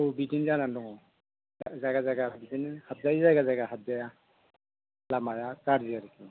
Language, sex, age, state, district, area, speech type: Bodo, male, 45-60, Assam, Chirang, urban, conversation